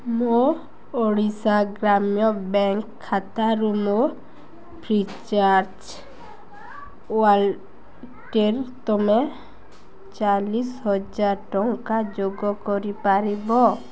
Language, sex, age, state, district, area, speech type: Odia, female, 18-30, Odisha, Balangir, urban, read